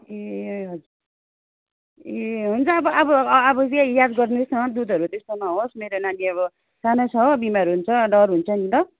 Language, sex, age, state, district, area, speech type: Nepali, female, 45-60, West Bengal, Darjeeling, rural, conversation